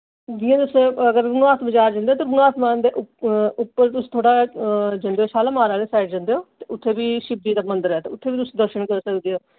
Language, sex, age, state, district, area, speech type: Dogri, female, 60+, Jammu and Kashmir, Jammu, urban, conversation